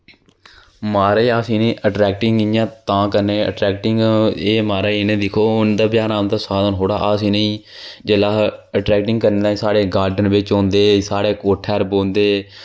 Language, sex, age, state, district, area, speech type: Dogri, male, 18-30, Jammu and Kashmir, Jammu, rural, spontaneous